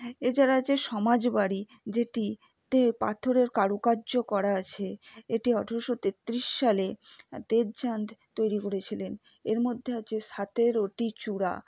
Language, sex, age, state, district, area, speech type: Bengali, female, 18-30, West Bengal, Purba Bardhaman, urban, spontaneous